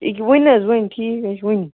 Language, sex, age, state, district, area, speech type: Kashmiri, male, 18-30, Jammu and Kashmir, Baramulla, rural, conversation